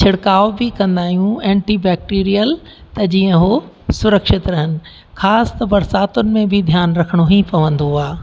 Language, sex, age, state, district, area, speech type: Sindhi, female, 60+, Rajasthan, Ajmer, urban, spontaneous